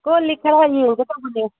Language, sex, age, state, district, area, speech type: Manipuri, female, 30-45, Manipur, Kangpokpi, urban, conversation